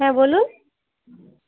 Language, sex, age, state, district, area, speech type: Bengali, female, 30-45, West Bengal, Birbhum, urban, conversation